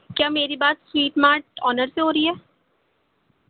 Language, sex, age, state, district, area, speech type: Urdu, female, 18-30, Delhi, North East Delhi, urban, conversation